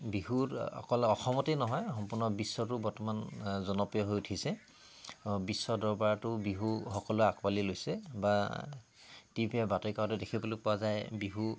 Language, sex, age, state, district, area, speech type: Assamese, male, 30-45, Assam, Tinsukia, urban, spontaneous